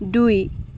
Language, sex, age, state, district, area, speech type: Assamese, female, 30-45, Assam, Dibrugarh, rural, read